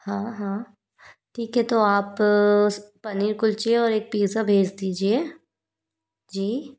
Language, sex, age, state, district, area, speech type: Hindi, female, 45-60, Madhya Pradesh, Bhopal, urban, spontaneous